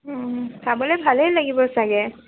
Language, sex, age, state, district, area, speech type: Assamese, female, 18-30, Assam, Dhemaji, urban, conversation